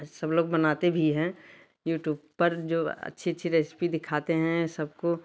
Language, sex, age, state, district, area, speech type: Hindi, female, 45-60, Uttar Pradesh, Bhadohi, urban, spontaneous